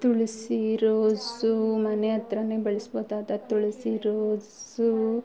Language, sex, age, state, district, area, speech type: Kannada, female, 18-30, Karnataka, Bangalore Rural, rural, spontaneous